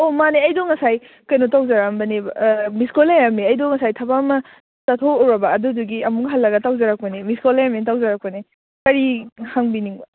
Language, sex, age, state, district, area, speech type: Manipuri, female, 18-30, Manipur, Kakching, rural, conversation